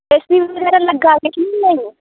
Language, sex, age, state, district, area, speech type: Dogri, female, 18-30, Jammu and Kashmir, Udhampur, rural, conversation